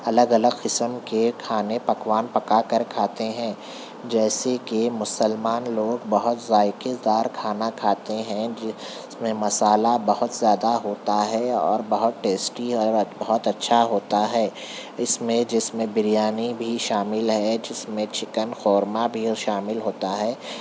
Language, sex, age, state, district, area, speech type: Urdu, male, 18-30, Telangana, Hyderabad, urban, spontaneous